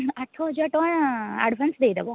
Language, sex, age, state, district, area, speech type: Odia, female, 18-30, Odisha, Rayagada, rural, conversation